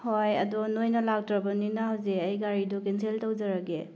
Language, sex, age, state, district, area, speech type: Manipuri, female, 30-45, Manipur, Thoubal, rural, spontaneous